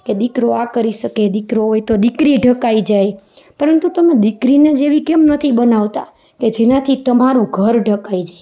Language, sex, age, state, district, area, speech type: Gujarati, female, 30-45, Gujarat, Rajkot, urban, spontaneous